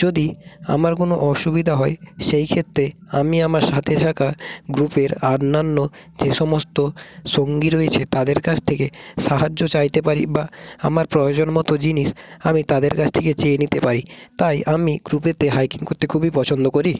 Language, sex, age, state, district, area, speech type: Bengali, male, 18-30, West Bengal, Hooghly, urban, spontaneous